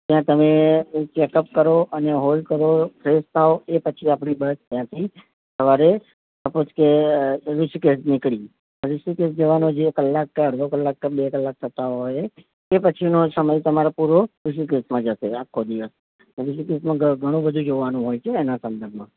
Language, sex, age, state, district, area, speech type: Gujarati, male, 45-60, Gujarat, Ahmedabad, urban, conversation